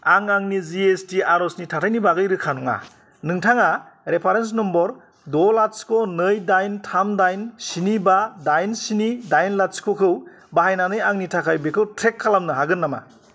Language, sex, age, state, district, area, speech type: Bodo, male, 30-45, Assam, Kokrajhar, rural, read